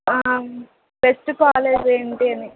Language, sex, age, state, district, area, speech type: Telugu, female, 18-30, Andhra Pradesh, Palnadu, urban, conversation